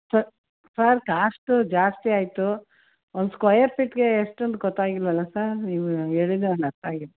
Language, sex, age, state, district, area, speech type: Kannada, female, 60+, Karnataka, Mysore, rural, conversation